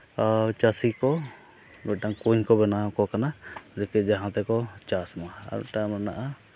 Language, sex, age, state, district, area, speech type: Santali, male, 30-45, Jharkhand, East Singhbhum, rural, spontaneous